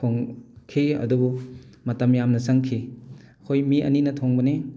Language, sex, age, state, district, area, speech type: Manipuri, male, 30-45, Manipur, Thoubal, rural, spontaneous